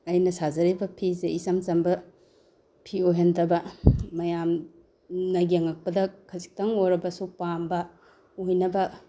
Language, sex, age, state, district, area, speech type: Manipuri, female, 45-60, Manipur, Bishnupur, rural, spontaneous